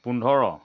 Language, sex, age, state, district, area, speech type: Assamese, male, 60+, Assam, Dhemaji, rural, spontaneous